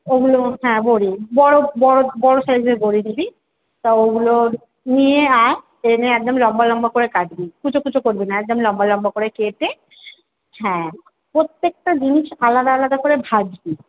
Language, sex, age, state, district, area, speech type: Bengali, female, 30-45, West Bengal, Kolkata, urban, conversation